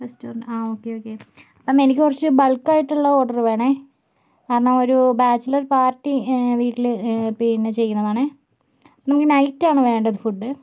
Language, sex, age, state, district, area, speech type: Malayalam, female, 30-45, Kerala, Kozhikode, urban, spontaneous